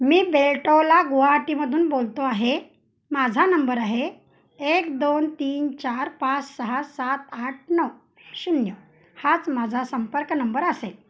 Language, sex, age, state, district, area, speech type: Marathi, female, 45-60, Maharashtra, Kolhapur, urban, read